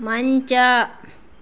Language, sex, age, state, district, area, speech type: Kannada, female, 45-60, Karnataka, Shimoga, rural, read